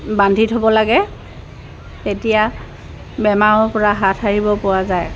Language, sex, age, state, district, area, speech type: Assamese, female, 60+, Assam, Dibrugarh, rural, spontaneous